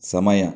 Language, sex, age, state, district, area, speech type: Kannada, male, 30-45, Karnataka, Shimoga, rural, read